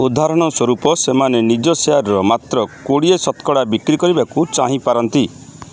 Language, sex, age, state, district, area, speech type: Odia, male, 60+, Odisha, Kendrapara, urban, read